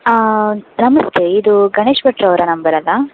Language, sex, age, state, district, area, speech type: Kannada, female, 18-30, Karnataka, Udupi, rural, conversation